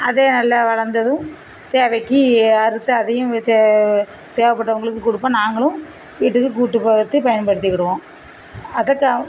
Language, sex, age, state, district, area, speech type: Tamil, female, 45-60, Tamil Nadu, Thoothukudi, rural, spontaneous